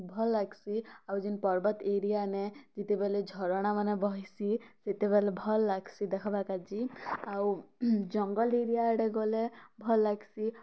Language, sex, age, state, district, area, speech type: Odia, female, 18-30, Odisha, Kalahandi, rural, spontaneous